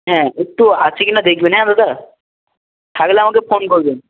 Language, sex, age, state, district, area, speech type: Bengali, male, 18-30, West Bengal, Uttar Dinajpur, urban, conversation